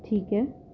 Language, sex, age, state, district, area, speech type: Urdu, female, 30-45, Delhi, North East Delhi, urban, spontaneous